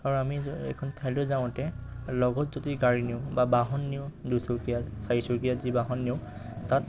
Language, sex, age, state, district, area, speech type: Assamese, male, 18-30, Assam, Majuli, urban, spontaneous